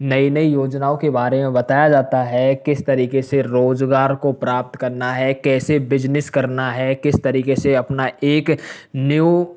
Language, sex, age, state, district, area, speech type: Hindi, male, 45-60, Rajasthan, Karauli, rural, spontaneous